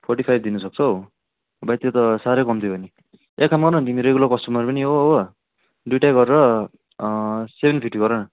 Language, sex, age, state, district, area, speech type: Nepali, male, 18-30, West Bengal, Darjeeling, rural, conversation